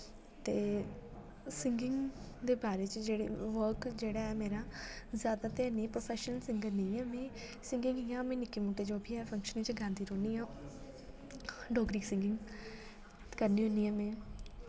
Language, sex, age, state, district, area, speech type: Dogri, female, 18-30, Jammu and Kashmir, Jammu, rural, spontaneous